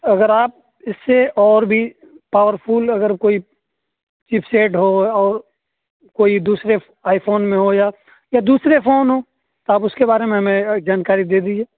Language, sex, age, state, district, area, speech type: Urdu, male, 18-30, Uttar Pradesh, Muzaffarnagar, urban, conversation